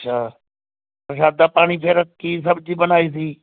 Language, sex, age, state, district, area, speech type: Punjabi, male, 45-60, Punjab, Moga, rural, conversation